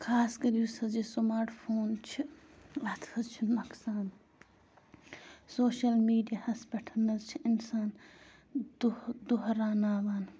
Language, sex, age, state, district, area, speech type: Kashmiri, female, 30-45, Jammu and Kashmir, Bandipora, rural, spontaneous